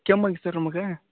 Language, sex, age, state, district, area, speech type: Kannada, male, 30-45, Karnataka, Gadag, rural, conversation